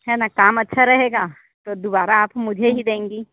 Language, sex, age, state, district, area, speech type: Hindi, female, 30-45, Madhya Pradesh, Katni, urban, conversation